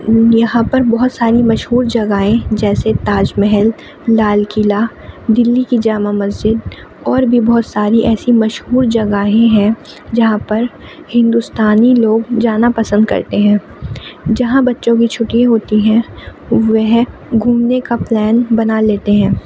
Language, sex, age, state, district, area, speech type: Urdu, female, 30-45, Uttar Pradesh, Aligarh, urban, spontaneous